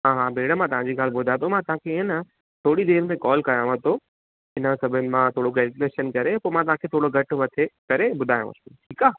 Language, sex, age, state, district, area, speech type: Sindhi, male, 18-30, Gujarat, Surat, urban, conversation